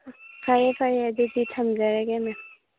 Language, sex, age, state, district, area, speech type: Manipuri, female, 30-45, Manipur, Churachandpur, urban, conversation